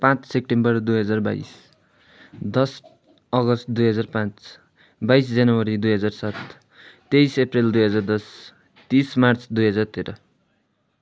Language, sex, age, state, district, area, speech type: Nepali, male, 18-30, West Bengal, Darjeeling, rural, spontaneous